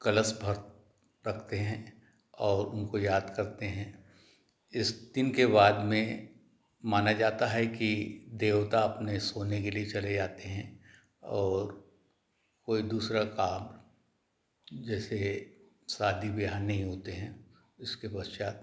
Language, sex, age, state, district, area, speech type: Hindi, male, 60+, Madhya Pradesh, Balaghat, rural, spontaneous